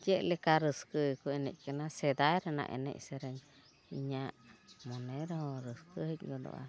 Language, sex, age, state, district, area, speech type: Santali, female, 60+, Odisha, Mayurbhanj, rural, spontaneous